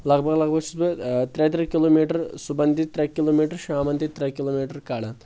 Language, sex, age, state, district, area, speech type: Kashmiri, male, 18-30, Jammu and Kashmir, Anantnag, rural, spontaneous